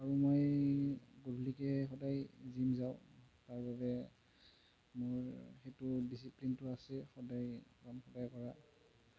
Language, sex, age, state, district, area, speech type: Assamese, male, 18-30, Assam, Nalbari, rural, spontaneous